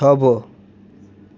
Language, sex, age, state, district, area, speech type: Gujarati, male, 18-30, Gujarat, Surat, rural, read